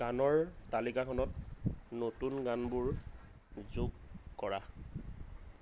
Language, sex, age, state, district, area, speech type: Assamese, male, 30-45, Assam, Darrang, rural, read